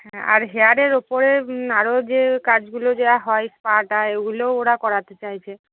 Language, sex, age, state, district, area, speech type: Bengali, female, 30-45, West Bengal, Cooch Behar, rural, conversation